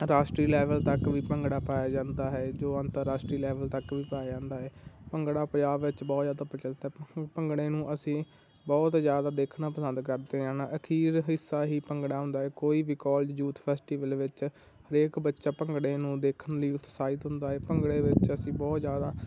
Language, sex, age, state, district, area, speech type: Punjabi, male, 18-30, Punjab, Muktsar, rural, spontaneous